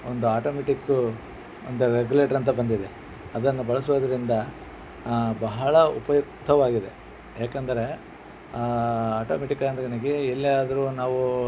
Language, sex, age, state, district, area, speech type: Kannada, male, 45-60, Karnataka, Bellary, rural, spontaneous